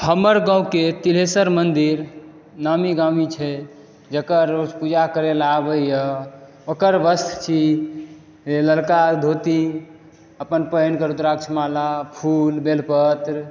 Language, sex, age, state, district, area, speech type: Maithili, male, 18-30, Bihar, Supaul, rural, spontaneous